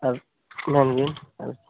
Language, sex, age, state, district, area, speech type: Santali, male, 30-45, Jharkhand, Seraikela Kharsawan, rural, conversation